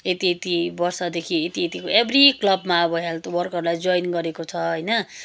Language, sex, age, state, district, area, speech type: Nepali, female, 30-45, West Bengal, Kalimpong, rural, spontaneous